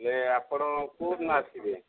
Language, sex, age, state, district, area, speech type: Odia, male, 45-60, Odisha, Koraput, rural, conversation